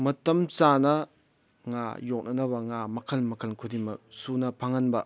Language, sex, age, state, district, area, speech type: Manipuri, male, 30-45, Manipur, Kakching, rural, spontaneous